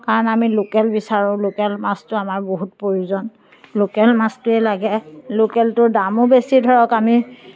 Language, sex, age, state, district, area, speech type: Assamese, female, 45-60, Assam, Biswanath, rural, spontaneous